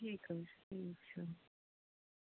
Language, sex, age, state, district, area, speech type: Kashmiri, female, 45-60, Jammu and Kashmir, Budgam, rural, conversation